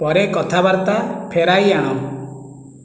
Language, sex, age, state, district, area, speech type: Odia, male, 45-60, Odisha, Khordha, rural, read